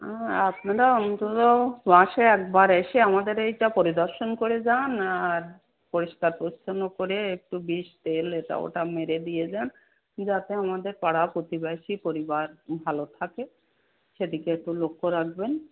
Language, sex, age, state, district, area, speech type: Bengali, female, 60+, West Bengal, Darjeeling, urban, conversation